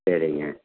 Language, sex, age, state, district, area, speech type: Tamil, male, 60+, Tamil Nadu, Tiruppur, rural, conversation